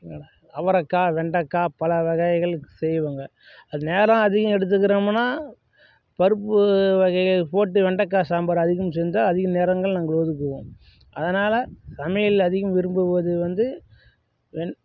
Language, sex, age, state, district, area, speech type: Tamil, male, 30-45, Tamil Nadu, Kallakurichi, rural, spontaneous